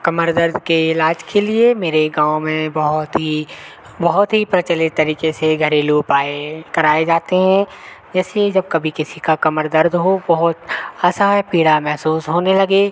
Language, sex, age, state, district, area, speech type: Hindi, male, 30-45, Madhya Pradesh, Hoshangabad, rural, spontaneous